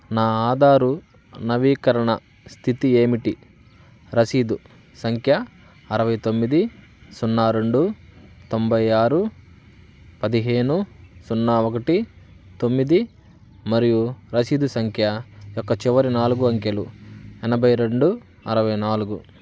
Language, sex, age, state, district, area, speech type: Telugu, male, 30-45, Andhra Pradesh, Bapatla, urban, read